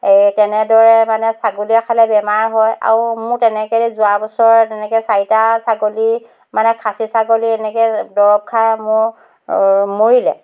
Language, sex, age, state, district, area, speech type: Assamese, female, 60+, Assam, Dhemaji, rural, spontaneous